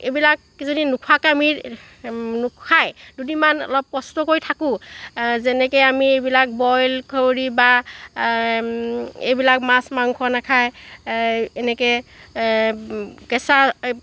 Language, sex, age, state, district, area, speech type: Assamese, female, 45-60, Assam, Lakhimpur, rural, spontaneous